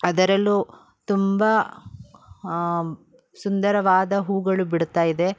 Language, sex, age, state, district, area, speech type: Kannada, female, 45-60, Karnataka, Bangalore Urban, rural, spontaneous